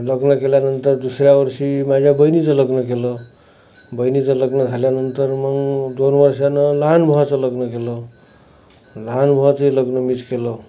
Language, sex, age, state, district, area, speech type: Marathi, male, 45-60, Maharashtra, Amravati, rural, spontaneous